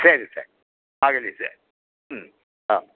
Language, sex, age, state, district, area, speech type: Kannada, male, 60+, Karnataka, Mysore, urban, conversation